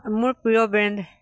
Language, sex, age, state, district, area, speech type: Assamese, female, 45-60, Assam, Dibrugarh, rural, spontaneous